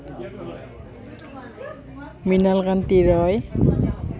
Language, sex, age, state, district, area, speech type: Assamese, female, 45-60, Assam, Goalpara, urban, spontaneous